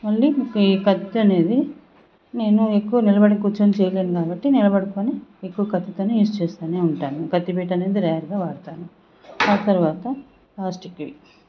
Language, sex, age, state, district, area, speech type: Telugu, female, 45-60, Andhra Pradesh, Sri Balaji, rural, spontaneous